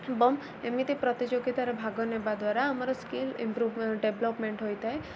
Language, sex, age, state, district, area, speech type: Odia, female, 18-30, Odisha, Ganjam, urban, spontaneous